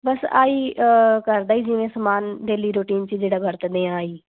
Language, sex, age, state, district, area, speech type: Punjabi, female, 18-30, Punjab, Fazilka, rural, conversation